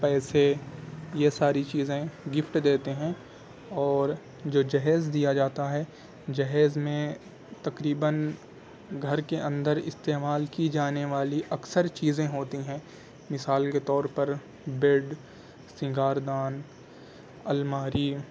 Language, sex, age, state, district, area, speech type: Urdu, male, 18-30, Delhi, South Delhi, urban, spontaneous